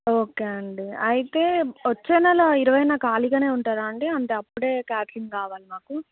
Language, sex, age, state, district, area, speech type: Telugu, female, 18-30, Andhra Pradesh, Alluri Sitarama Raju, rural, conversation